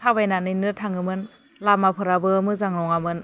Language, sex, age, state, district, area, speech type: Bodo, female, 30-45, Assam, Baksa, rural, spontaneous